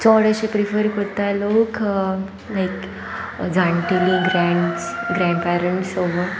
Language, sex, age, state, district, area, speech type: Goan Konkani, female, 18-30, Goa, Sanguem, rural, spontaneous